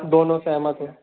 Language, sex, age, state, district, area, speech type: Hindi, male, 30-45, Rajasthan, Jaipur, urban, conversation